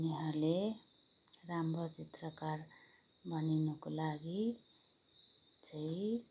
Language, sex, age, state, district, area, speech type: Nepali, female, 30-45, West Bengal, Darjeeling, rural, spontaneous